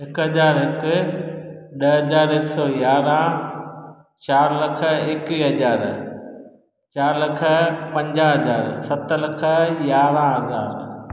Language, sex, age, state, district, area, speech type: Sindhi, male, 60+, Gujarat, Junagadh, rural, spontaneous